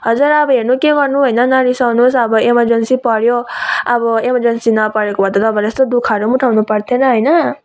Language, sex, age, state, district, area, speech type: Nepali, female, 30-45, West Bengal, Darjeeling, rural, spontaneous